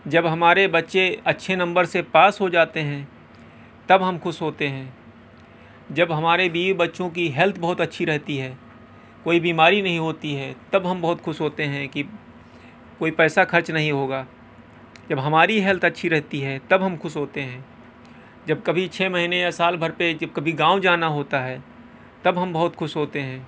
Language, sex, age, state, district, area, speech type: Urdu, male, 30-45, Uttar Pradesh, Balrampur, rural, spontaneous